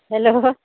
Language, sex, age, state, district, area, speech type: Maithili, female, 30-45, Bihar, Samastipur, urban, conversation